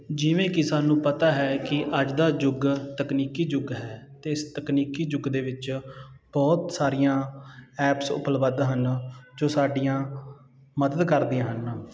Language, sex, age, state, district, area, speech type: Punjabi, male, 30-45, Punjab, Sangrur, rural, spontaneous